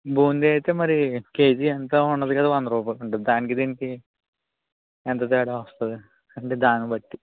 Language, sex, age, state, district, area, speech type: Telugu, male, 30-45, Andhra Pradesh, Eluru, rural, conversation